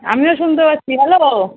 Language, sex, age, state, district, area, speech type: Bengali, female, 30-45, West Bengal, Kolkata, urban, conversation